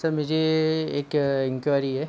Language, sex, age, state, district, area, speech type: Hindi, male, 18-30, Madhya Pradesh, Jabalpur, urban, spontaneous